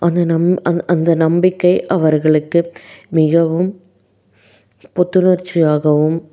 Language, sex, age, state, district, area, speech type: Tamil, female, 18-30, Tamil Nadu, Salem, urban, spontaneous